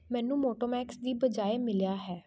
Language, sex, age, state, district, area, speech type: Punjabi, female, 18-30, Punjab, Shaheed Bhagat Singh Nagar, urban, read